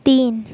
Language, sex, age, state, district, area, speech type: Marathi, female, 18-30, Maharashtra, Wardha, rural, read